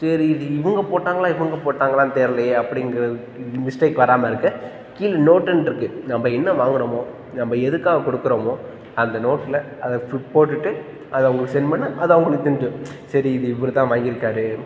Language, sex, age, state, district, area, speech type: Tamil, male, 18-30, Tamil Nadu, Tiruchirappalli, rural, spontaneous